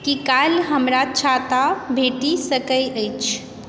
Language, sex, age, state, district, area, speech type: Maithili, female, 18-30, Bihar, Supaul, rural, read